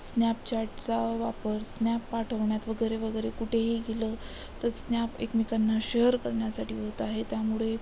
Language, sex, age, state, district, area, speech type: Marathi, female, 18-30, Maharashtra, Amravati, rural, spontaneous